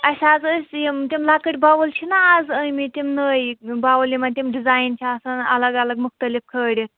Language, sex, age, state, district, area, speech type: Kashmiri, female, 30-45, Jammu and Kashmir, Shopian, urban, conversation